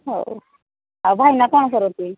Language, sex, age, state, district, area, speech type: Odia, female, 45-60, Odisha, Angul, rural, conversation